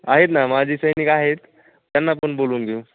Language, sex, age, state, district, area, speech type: Marathi, male, 18-30, Maharashtra, Jalna, rural, conversation